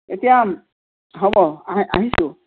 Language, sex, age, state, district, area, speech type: Assamese, female, 60+, Assam, Morigaon, rural, conversation